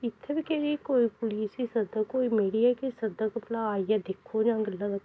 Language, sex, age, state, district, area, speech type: Dogri, female, 18-30, Jammu and Kashmir, Samba, rural, spontaneous